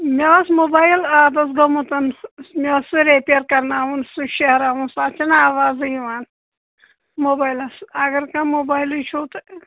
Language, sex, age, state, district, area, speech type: Kashmiri, female, 60+, Jammu and Kashmir, Pulwama, rural, conversation